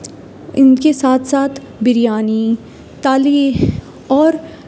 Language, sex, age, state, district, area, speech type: Urdu, female, 18-30, Uttar Pradesh, Aligarh, urban, spontaneous